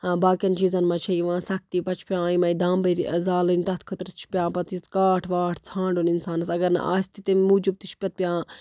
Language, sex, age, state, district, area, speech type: Kashmiri, female, 30-45, Jammu and Kashmir, Budgam, rural, spontaneous